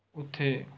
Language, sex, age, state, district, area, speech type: Punjabi, male, 18-30, Punjab, Rupnagar, rural, spontaneous